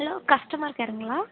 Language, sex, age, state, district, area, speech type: Tamil, female, 18-30, Tamil Nadu, Nilgiris, rural, conversation